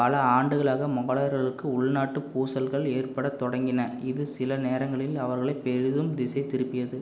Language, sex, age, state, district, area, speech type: Tamil, male, 18-30, Tamil Nadu, Erode, rural, read